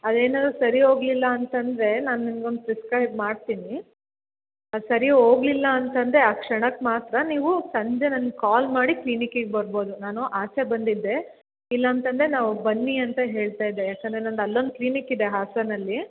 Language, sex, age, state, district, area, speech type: Kannada, female, 18-30, Karnataka, Hassan, rural, conversation